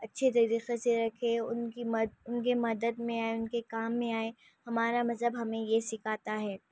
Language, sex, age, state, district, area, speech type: Urdu, female, 18-30, Telangana, Hyderabad, urban, spontaneous